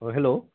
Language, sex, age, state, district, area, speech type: Assamese, male, 60+, Assam, Tinsukia, rural, conversation